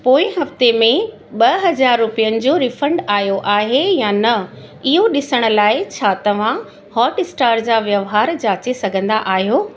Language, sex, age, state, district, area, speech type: Sindhi, female, 45-60, Gujarat, Surat, urban, read